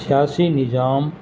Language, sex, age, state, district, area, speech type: Urdu, male, 60+, Uttar Pradesh, Gautam Buddha Nagar, urban, spontaneous